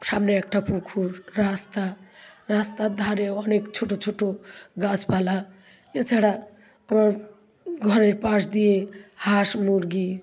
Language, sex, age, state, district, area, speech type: Bengali, female, 60+, West Bengal, South 24 Parganas, rural, spontaneous